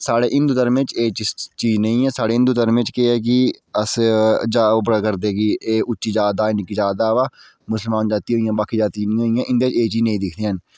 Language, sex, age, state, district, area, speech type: Dogri, female, 30-45, Jammu and Kashmir, Udhampur, rural, spontaneous